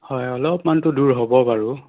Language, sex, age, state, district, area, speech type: Assamese, male, 30-45, Assam, Sonitpur, rural, conversation